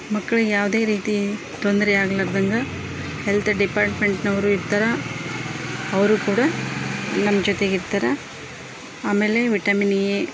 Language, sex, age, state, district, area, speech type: Kannada, female, 45-60, Karnataka, Koppal, urban, spontaneous